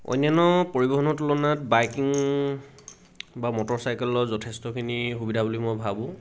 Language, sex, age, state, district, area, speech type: Assamese, male, 18-30, Assam, Sivasagar, rural, spontaneous